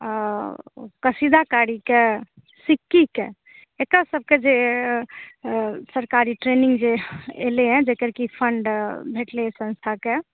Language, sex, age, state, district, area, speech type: Maithili, female, 30-45, Bihar, Madhubani, rural, conversation